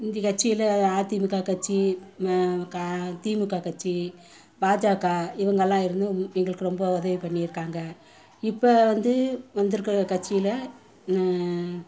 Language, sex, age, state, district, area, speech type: Tamil, female, 60+, Tamil Nadu, Madurai, urban, spontaneous